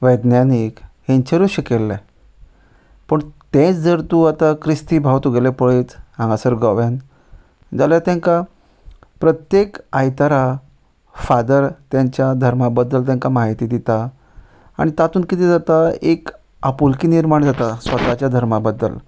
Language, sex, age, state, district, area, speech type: Goan Konkani, male, 30-45, Goa, Ponda, rural, spontaneous